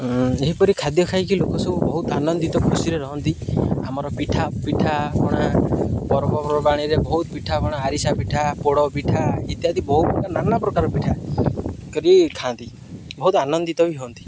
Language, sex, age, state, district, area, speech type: Odia, male, 18-30, Odisha, Jagatsinghpur, rural, spontaneous